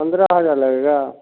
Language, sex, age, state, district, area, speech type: Hindi, male, 45-60, Bihar, Samastipur, rural, conversation